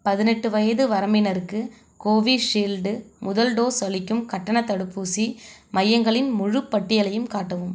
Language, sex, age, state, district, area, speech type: Tamil, female, 30-45, Tamil Nadu, Ariyalur, rural, read